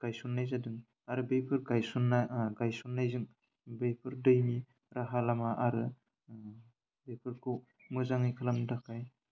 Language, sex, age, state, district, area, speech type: Bodo, male, 18-30, Assam, Udalguri, rural, spontaneous